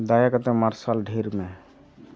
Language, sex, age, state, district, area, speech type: Santali, male, 30-45, West Bengal, Jhargram, rural, read